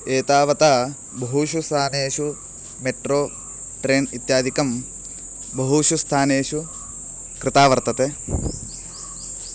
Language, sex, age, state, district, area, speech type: Sanskrit, male, 18-30, Karnataka, Bagalkot, rural, spontaneous